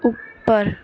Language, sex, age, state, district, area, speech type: Punjabi, female, 18-30, Punjab, Mansa, urban, read